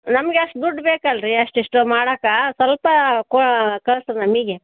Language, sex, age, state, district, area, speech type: Kannada, female, 60+, Karnataka, Koppal, rural, conversation